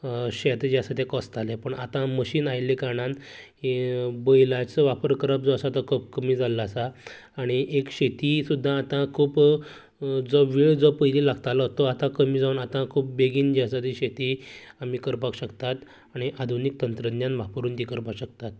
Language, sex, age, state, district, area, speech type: Goan Konkani, male, 18-30, Goa, Canacona, rural, spontaneous